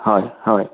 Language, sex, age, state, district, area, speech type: Assamese, male, 60+, Assam, Sonitpur, urban, conversation